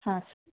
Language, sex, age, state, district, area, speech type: Kannada, female, 18-30, Karnataka, Davanagere, urban, conversation